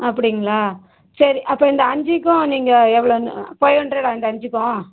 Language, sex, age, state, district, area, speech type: Tamil, female, 30-45, Tamil Nadu, Madurai, urban, conversation